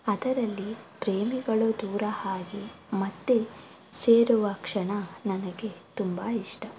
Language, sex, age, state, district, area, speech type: Kannada, female, 18-30, Karnataka, Davanagere, rural, spontaneous